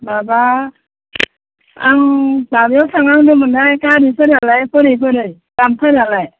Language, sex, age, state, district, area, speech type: Bodo, female, 60+, Assam, Chirang, rural, conversation